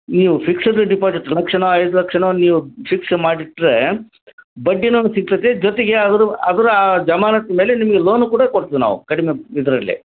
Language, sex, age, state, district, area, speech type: Kannada, male, 60+, Karnataka, Koppal, rural, conversation